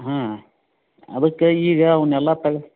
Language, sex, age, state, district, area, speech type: Kannada, male, 45-60, Karnataka, Dharwad, rural, conversation